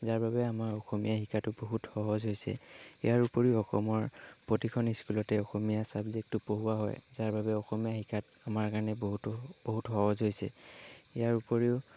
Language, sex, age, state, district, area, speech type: Assamese, male, 18-30, Assam, Lakhimpur, rural, spontaneous